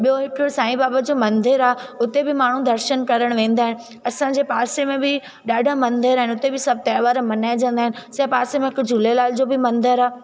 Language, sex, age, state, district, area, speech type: Sindhi, female, 18-30, Gujarat, Junagadh, urban, spontaneous